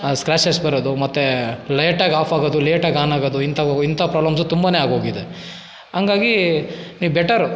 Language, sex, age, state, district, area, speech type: Kannada, male, 30-45, Karnataka, Kolar, rural, spontaneous